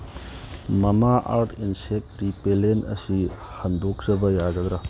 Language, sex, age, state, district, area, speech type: Manipuri, male, 45-60, Manipur, Churachandpur, rural, read